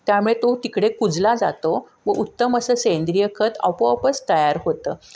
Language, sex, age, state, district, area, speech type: Marathi, female, 45-60, Maharashtra, Sangli, urban, spontaneous